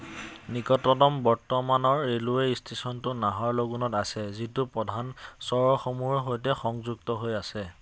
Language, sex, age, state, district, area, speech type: Assamese, male, 18-30, Assam, Nagaon, rural, read